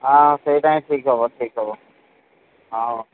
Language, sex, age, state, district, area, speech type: Odia, male, 45-60, Odisha, Sundergarh, rural, conversation